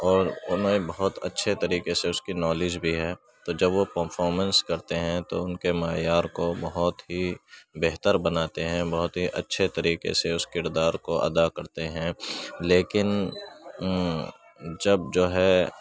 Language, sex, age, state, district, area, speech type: Urdu, male, 18-30, Uttar Pradesh, Gautam Buddha Nagar, urban, spontaneous